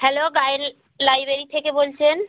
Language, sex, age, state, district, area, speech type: Bengali, female, 45-60, West Bengal, North 24 Parganas, rural, conversation